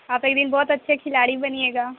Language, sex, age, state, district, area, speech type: Urdu, female, 18-30, Bihar, Gaya, rural, conversation